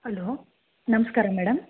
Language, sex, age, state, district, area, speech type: Kannada, female, 30-45, Karnataka, Bangalore Rural, rural, conversation